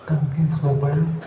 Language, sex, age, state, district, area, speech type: Odia, male, 18-30, Odisha, Nabarangpur, urban, spontaneous